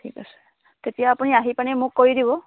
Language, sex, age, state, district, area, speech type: Assamese, female, 45-60, Assam, Jorhat, urban, conversation